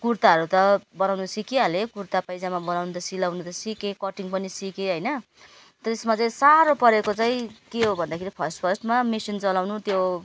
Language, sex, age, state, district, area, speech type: Nepali, female, 30-45, West Bengal, Jalpaiguri, urban, spontaneous